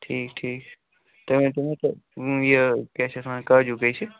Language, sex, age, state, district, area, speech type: Kashmiri, male, 18-30, Jammu and Kashmir, Pulwama, rural, conversation